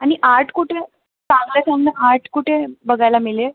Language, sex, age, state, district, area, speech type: Marathi, female, 18-30, Maharashtra, Solapur, urban, conversation